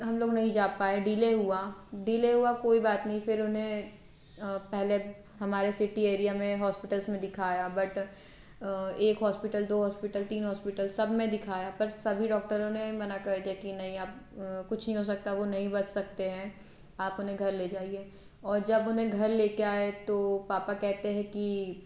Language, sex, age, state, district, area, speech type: Hindi, female, 18-30, Madhya Pradesh, Betul, rural, spontaneous